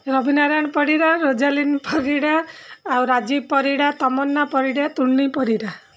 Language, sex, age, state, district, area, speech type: Odia, female, 45-60, Odisha, Rayagada, rural, spontaneous